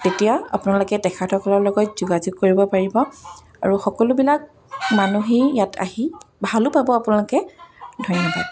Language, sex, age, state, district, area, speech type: Assamese, female, 30-45, Assam, Dibrugarh, rural, spontaneous